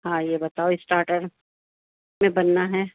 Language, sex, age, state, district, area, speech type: Urdu, female, 45-60, Uttar Pradesh, Rampur, urban, conversation